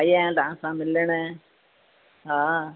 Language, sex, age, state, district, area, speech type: Sindhi, female, 60+, Rajasthan, Ajmer, urban, conversation